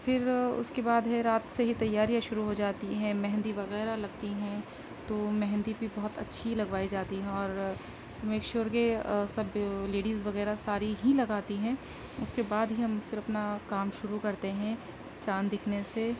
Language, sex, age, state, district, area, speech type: Urdu, female, 30-45, Uttar Pradesh, Gautam Buddha Nagar, rural, spontaneous